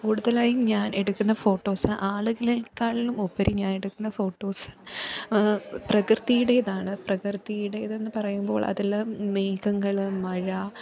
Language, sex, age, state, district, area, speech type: Malayalam, female, 18-30, Kerala, Pathanamthitta, rural, spontaneous